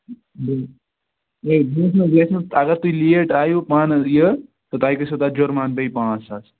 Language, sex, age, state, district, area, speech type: Kashmiri, male, 18-30, Jammu and Kashmir, Ganderbal, rural, conversation